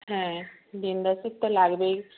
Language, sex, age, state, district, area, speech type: Bengali, female, 45-60, West Bengal, Nadia, rural, conversation